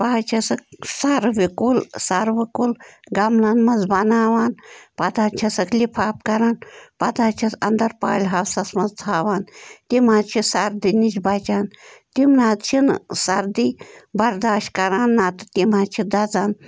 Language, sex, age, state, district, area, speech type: Kashmiri, female, 18-30, Jammu and Kashmir, Bandipora, rural, spontaneous